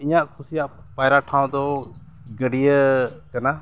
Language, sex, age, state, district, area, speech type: Santali, male, 45-60, Jharkhand, Bokaro, rural, spontaneous